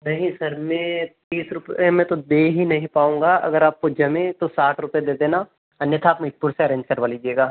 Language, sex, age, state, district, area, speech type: Hindi, male, 30-45, Madhya Pradesh, Ujjain, rural, conversation